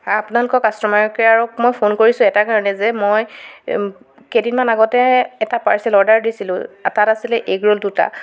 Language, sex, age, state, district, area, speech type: Assamese, female, 18-30, Assam, Jorhat, urban, spontaneous